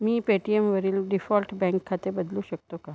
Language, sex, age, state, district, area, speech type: Marathi, female, 30-45, Maharashtra, Gondia, rural, read